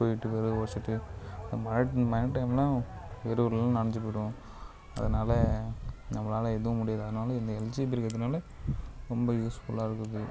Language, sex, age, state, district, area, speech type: Tamil, male, 18-30, Tamil Nadu, Kallakurichi, rural, spontaneous